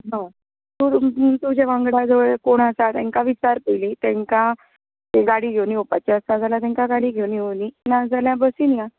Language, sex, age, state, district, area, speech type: Goan Konkani, female, 30-45, Goa, Tiswadi, rural, conversation